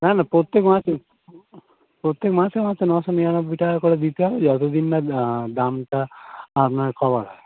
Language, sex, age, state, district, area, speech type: Bengali, male, 30-45, West Bengal, North 24 Parganas, urban, conversation